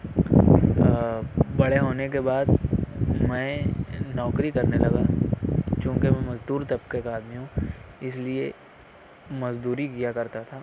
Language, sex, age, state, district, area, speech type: Urdu, male, 60+, Maharashtra, Nashik, urban, spontaneous